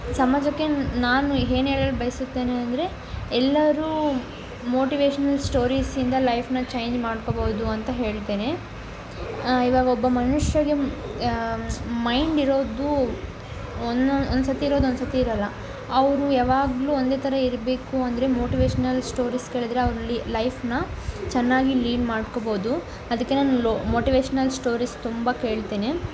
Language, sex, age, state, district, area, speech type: Kannada, female, 18-30, Karnataka, Tumkur, rural, spontaneous